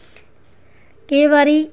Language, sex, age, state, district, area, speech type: Dogri, female, 30-45, Jammu and Kashmir, Kathua, rural, spontaneous